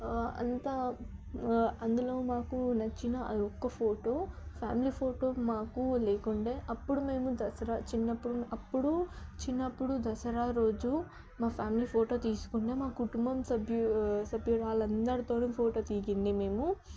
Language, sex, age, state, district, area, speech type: Telugu, female, 18-30, Telangana, Yadadri Bhuvanagiri, urban, spontaneous